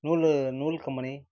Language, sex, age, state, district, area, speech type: Tamil, male, 30-45, Tamil Nadu, Nagapattinam, rural, spontaneous